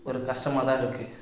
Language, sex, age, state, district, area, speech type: Tamil, male, 18-30, Tamil Nadu, Tiruvannamalai, rural, spontaneous